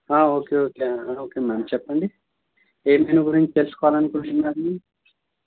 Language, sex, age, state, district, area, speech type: Telugu, male, 30-45, Andhra Pradesh, N T Rama Rao, rural, conversation